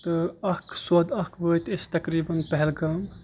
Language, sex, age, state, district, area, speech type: Kashmiri, male, 18-30, Jammu and Kashmir, Kupwara, rural, spontaneous